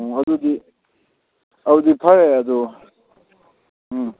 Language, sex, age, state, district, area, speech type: Manipuri, male, 18-30, Manipur, Kakching, rural, conversation